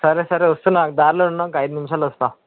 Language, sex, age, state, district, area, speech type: Telugu, male, 18-30, Telangana, Hyderabad, urban, conversation